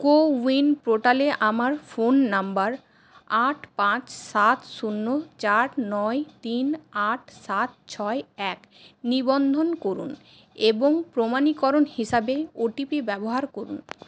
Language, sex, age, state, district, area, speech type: Bengali, female, 30-45, West Bengal, Paschim Bardhaman, urban, read